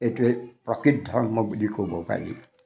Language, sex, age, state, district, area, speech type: Assamese, male, 60+, Assam, Majuli, urban, spontaneous